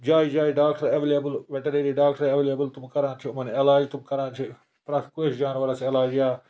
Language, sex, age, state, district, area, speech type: Kashmiri, male, 18-30, Jammu and Kashmir, Budgam, rural, spontaneous